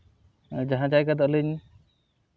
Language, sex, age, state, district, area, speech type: Santali, male, 30-45, West Bengal, Purulia, rural, spontaneous